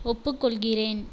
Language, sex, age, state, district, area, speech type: Tamil, female, 30-45, Tamil Nadu, Viluppuram, rural, read